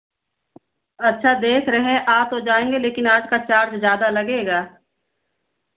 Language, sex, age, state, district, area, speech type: Hindi, female, 60+, Uttar Pradesh, Ayodhya, rural, conversation